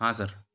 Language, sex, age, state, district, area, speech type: Hindi, male, 30-45, Madhya Pradesh, Betul, rural, spontaneous